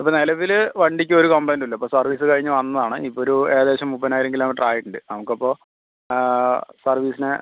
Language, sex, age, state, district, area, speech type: Malayalam, male, 60+, Kerala, Palakkad, rural, conversation